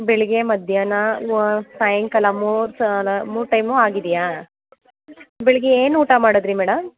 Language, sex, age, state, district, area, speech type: Kannada, female, 18-30, Karnataka, Mandya, rural, conversation